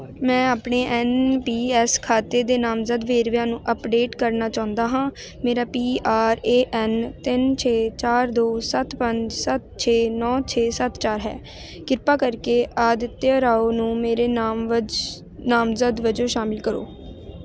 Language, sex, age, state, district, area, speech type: Punjabi, female, 18-30, Punjab, Ludhiana, rural, read